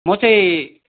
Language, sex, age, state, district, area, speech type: Nepali, male, 60+, West Bengal, Kalimpong, rural, conversation